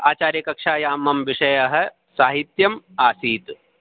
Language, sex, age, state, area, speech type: Sanskrit, male, 30-45, Rajasthan, urban, conversation